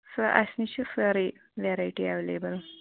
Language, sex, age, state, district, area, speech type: Kashmiri, female, 30-45, Jammu and Kashmir, Anantnag, rural, conversation